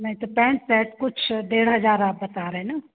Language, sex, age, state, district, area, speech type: Hindi, female, 45-60, Madhya Pradesh, Jabalpur, urban, conversation